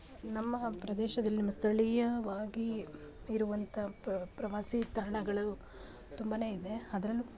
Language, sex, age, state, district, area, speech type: Kannada, female, 30-45, Karnataka, Mandya, urban, spontaneous